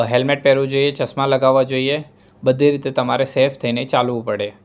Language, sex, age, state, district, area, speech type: Gujarati, male, 18-30, Gujarat, Surat, rural, spontaneous